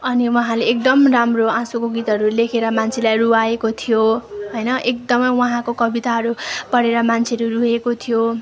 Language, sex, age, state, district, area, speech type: Nepali, female, 18-30, West Bengal, Darjeeling, rural, spontaneous